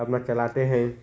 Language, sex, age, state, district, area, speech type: Hindi, male, 18-30, Uttar Pradesh, Jaunpur, rural, spontaneous